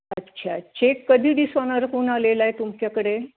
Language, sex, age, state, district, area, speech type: Marathi, female, 60+, Maharashtra, Ahmednagar, urban, conversation